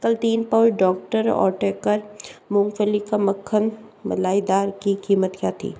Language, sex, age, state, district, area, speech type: Hindi, female, 45-60, Rajasthan, Jodhpur, urban, read